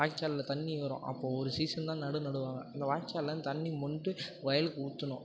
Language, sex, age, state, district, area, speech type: Tamil, male, 18-30, Tamil Nadu, Tiruvarur, rural, spontaneous